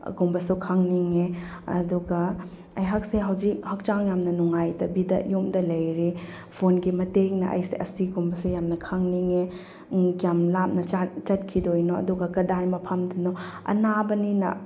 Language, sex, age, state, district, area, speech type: Manipuri, female, 30-45, Manipur, Chandel, rural, spontaneous